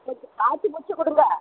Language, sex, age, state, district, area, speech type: Tamil, female, 60+, Tamil Nadu, Vellore, urban, conversation